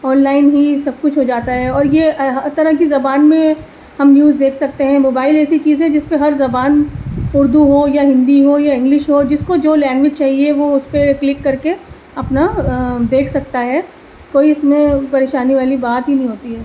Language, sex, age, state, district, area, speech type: Urdu, female, 30-45, Delhi, East Delhi, rural, spontaneous